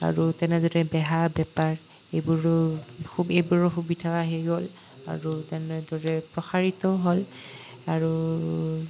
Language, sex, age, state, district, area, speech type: Assamese, male, 18-30, Assam, Nalbari, rural, spontaneous